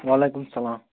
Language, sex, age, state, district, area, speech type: Kashmiri, male, 18-30, Jammu and Kashmir, Baramulla, rural, conversation